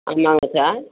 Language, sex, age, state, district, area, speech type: Tamil, female, 45-60, Tamil Nadu, Nagapattinam, rural, conversation